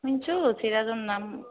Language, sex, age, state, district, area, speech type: Assamese, female, 45-60, Assam, Nalbari, rural, conversation